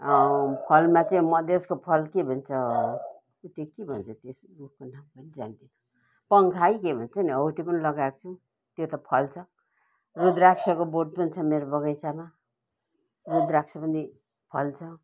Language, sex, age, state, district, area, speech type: Nepali, female, 60+, West Bengal, Kalimpong, rural, spontaneous